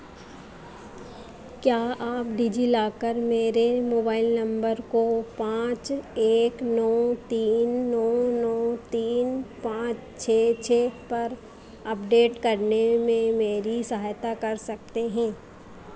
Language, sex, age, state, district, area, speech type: Hindi, female, 45-60, Madhya Pradesh, Harda, urban, read